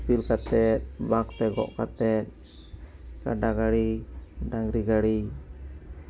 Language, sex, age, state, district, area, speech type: Santali, male, 18-30, West Bengal, Bankura, rural, spontaneous